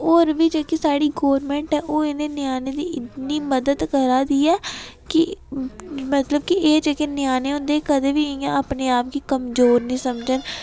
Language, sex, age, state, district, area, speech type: Dogri, female, 18-30, Jammu and Kashmir, Udhampur, rural, spontaneous